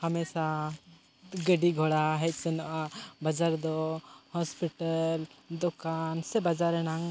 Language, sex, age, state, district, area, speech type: Santali, male, 18-30, Jharkhand, Seraikela Kharsawan, rural, spontaneous